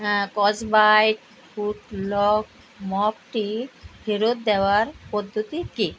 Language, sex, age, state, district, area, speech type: Bengali, female, 60+, West Bengal, Kolkata, urban, read